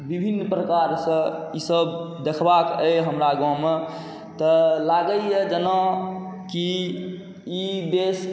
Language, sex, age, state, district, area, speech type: Maithili, male, 18-30, Bihar, Saharsa, rural, spontaneous